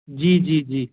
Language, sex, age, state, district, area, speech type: Hindi, male, 18-30, Madhya Pradesh, Gwalior, urban, conversation